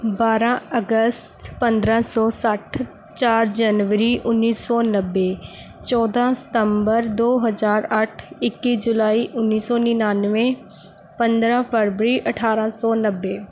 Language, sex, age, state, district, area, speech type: Punjabi, female, 18-30, Punjab, Mohali, rural, spontaneous